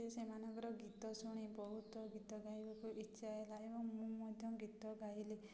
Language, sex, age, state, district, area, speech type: Odia, female, 30-45, Odisha, Mayurbhanj, rural, spontaneous